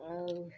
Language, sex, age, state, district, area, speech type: Odia, female, 30-45, Odisha, Cuttack, urban, spontaneous